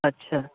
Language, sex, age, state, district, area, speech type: Hindi, male, 18-30, Uttar Pradesh, Mirzapur, rural, conversation